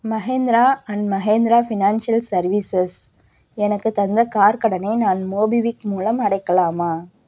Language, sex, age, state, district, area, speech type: Tamil, female, 30-45, Tamil Nadu, Namakkal, rural, read